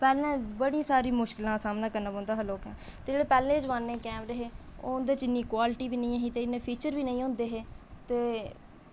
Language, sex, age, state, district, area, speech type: Dogri, female, 18-30, Jammu and Kashmir, Kathua, rural, spontaneous